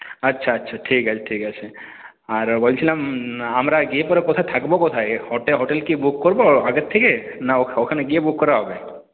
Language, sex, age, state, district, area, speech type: Bengali, male, 45-60, West Bengal, Purulia, urban, conversation